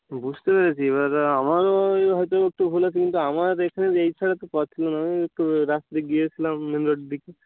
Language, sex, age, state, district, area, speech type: Bengali, male, 18-30, West Bengal, Birbhum, urban, conversation